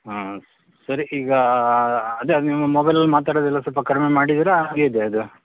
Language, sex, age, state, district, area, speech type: Kannada, male, 45-60, Karnataka, Shimoga, rural, conversation